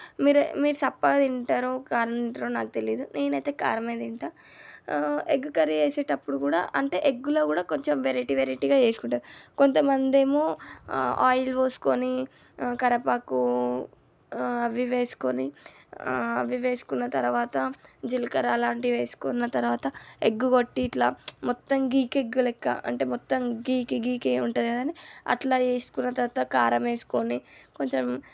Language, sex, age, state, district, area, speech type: Telugu, female, 18-30, Telangana, Medchal, urban, spontaneous